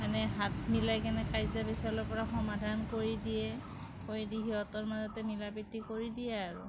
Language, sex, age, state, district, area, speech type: Assamese, female, 45-60, Assam, Kamrup Metropolitan, rural, spontaneous